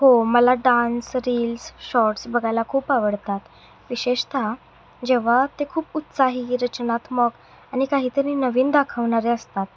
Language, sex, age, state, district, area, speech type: Marathi, female, 18-30, Maharashtra, Kolhapur, urban, spontaneous